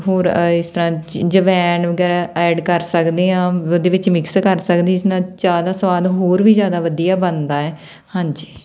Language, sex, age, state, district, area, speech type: Punjabi, female, 30-45, Punjab, Tarn Taran, rural, spontaneous